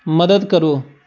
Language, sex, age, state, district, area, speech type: Punjabi, male, 18-30, Punjab, Pathankot, rural, read